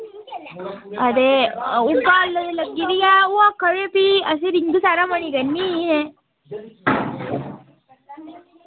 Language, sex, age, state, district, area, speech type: Dogri, female, 18-30, Jammu and Kashmir, Udhampur, rural, conversation